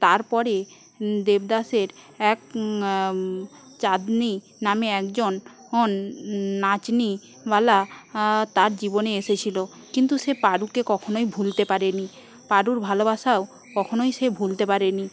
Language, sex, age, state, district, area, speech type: Bengali, female, 18-30, West Bengal, Paschim Medinipur, rural, spontaneous